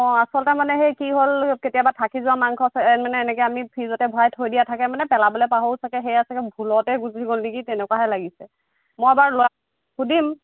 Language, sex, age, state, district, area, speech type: Assamese, female, 30-45, Assam, Golaghat, rural, conversation